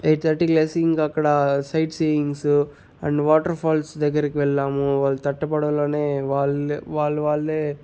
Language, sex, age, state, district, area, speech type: Telugu, male, 30-45, Andhra Pradesh, Sri Balaji, rural, spontaneous